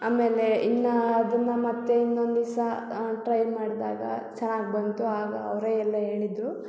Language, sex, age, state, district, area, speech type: Kannada, female, 30-45, Karnataka, Hassan, urban, spontaneous